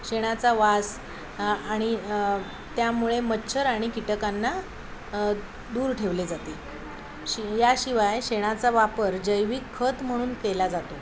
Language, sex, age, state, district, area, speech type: Marathi, female, 45-60, Maharashtra, Thane, rural, spontaneous